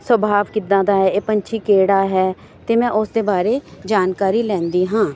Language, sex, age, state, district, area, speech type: Punjabi, female, 45-60, Punjab, Jalandhar, urban, spontaneous